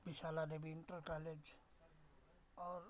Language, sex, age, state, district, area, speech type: Hindi, male, 60+, Uttar Pradesh, Hardoi, rural, spontaneous